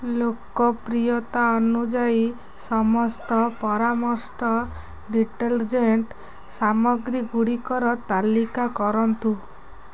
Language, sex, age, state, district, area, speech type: Odia, female, 18-30, Odisha, Kendrapara, urban, read